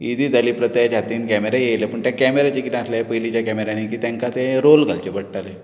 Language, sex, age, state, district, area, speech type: Goan Konkani, male, 60+, Goa, Bardez, rural, spontaneous